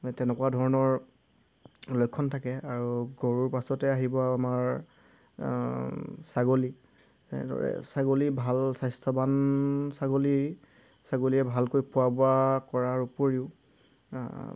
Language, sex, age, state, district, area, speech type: Assamese, male, 18-30, Assam, Golaghat, rural, spontaneous